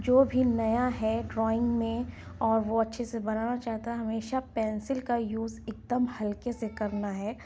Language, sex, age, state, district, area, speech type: Urdu, female, 18-30, Uttar Pradesh, Lucknow, urban, spontaneous